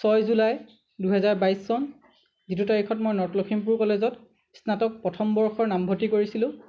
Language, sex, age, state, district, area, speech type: Assamese, male, 18-30, Assam, Lakhimpur, rural, spontaneous